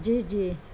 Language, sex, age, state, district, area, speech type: Urdu, female, 60+, Bihar, Gaya, urban, spontaneous